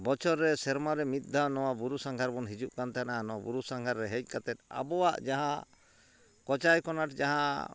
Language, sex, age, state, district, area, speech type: Santali, male, 45-60, West Bengal, Purulia, rural, spontaneous